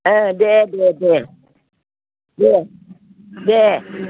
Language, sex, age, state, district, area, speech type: Bodo, female, 60+, Assam, Udalguri, urban, conversation